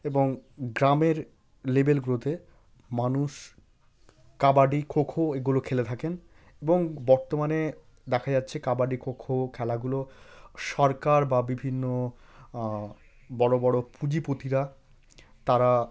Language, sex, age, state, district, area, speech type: Bengali, male, 45-60, West Bengal, South 24 Parganas, rural, spontaneous